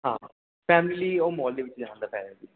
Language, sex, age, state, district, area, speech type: Punjabi, male, 30-45, Punjab, Mansa, urban, conversation